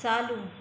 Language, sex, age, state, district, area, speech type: Marathi, female, 45-60, Maharashtra, Buldhana, rural, read